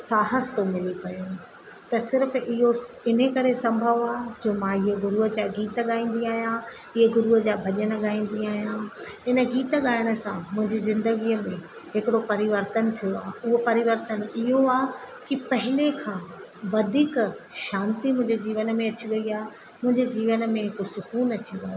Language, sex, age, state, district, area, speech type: Sindhi, female, 30-45, Madhya Pradesh, Katni, urban, spontaneous